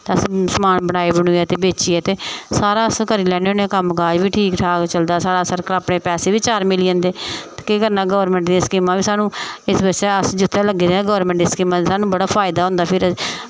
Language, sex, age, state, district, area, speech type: Dogri, female, 45-60, Jammu and Kashmir, Samba, rural, spontaneous